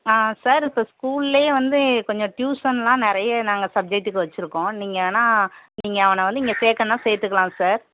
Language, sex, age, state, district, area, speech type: Tamil, female, 30-45, Tamil Nadu, Thoothukudi, urban, conversation